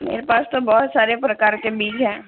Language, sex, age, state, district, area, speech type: Urdu, female, 18-30, Bihar, Gaya, urban, conversation